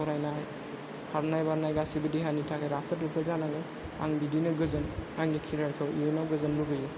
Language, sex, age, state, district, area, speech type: Bodo, female, 30-45, Assam, Chirang, rural, spontaneous